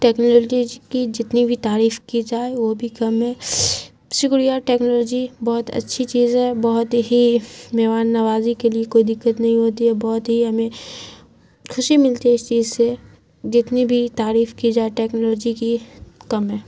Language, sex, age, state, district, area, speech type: Urdu, female, 30-45, Bihar, Khagaria, rural, spontaneous